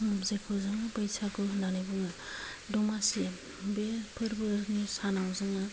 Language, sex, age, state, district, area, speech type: Bodo, female, 45-60, Assam, Kokrajhar, rural, spontaneous